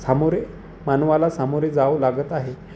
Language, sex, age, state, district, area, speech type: Marathi, male, 18-30, Maharashtra, Amravati, urban, spontaneous